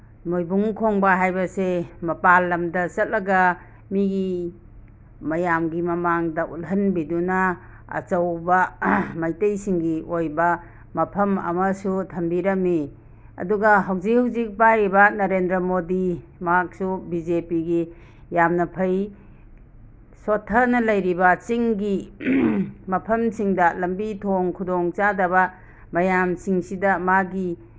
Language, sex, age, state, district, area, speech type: Manipuri, female, 60+, Manipur, Imphal West, rural, spontaneous